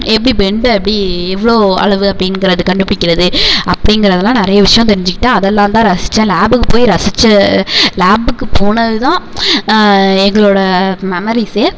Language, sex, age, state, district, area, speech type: Tamil, female, 18-30, Tamil Nadu, Tiruvarur, rural, spontaneous